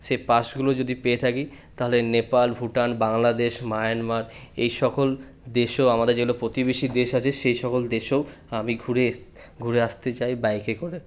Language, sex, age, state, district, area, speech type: Bengali, male, 30-45, West Bengal, Purulia, urban, spontaneous